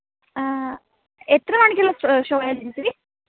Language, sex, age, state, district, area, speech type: Malayalam, female, 18-30, Kerala, Thiruvananthapuram, rural, conversation